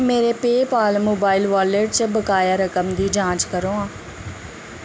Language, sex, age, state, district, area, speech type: Dogri, female, 18-30, Jammu and Kashmir, Jammu, rural, read